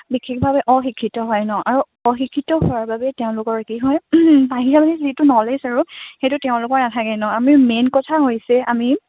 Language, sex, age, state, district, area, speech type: Assamese, female, 18-30, Assam, Dibrugarh, rural, conversation